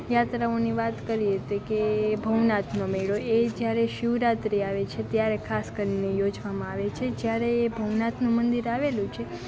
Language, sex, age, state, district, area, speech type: Gujarati, female, 18-30, Gujarat, Rajkot, rural, spontaneous